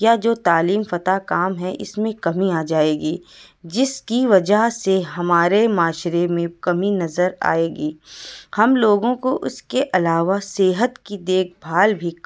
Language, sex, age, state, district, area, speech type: Urdu, female, 45-60, Uttar Pradesh, Lucknow, rural, spontaneous